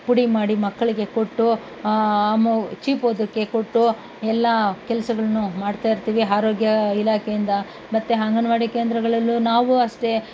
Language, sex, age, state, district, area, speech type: Kannada, female, 45-60, Karnataka, Kolar, rural, spontaneous